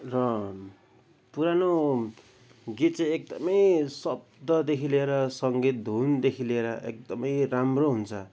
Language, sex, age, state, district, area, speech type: Nepali, male, 45-60, West Bengal, Darjeeling, rural, spontaneous